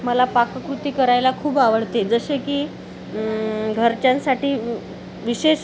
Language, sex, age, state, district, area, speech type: Marathi, female, 30-45, Maharashtra, Amravati, urban, spontaneous